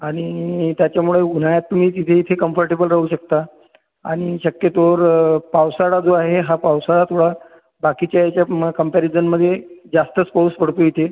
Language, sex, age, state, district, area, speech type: Marathi, male, 30-45, Maharashtra, Buldhana, urban, conversation